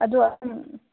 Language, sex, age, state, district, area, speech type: Manipuri, female, 30-45, Manipur, Senapati, rural, conversation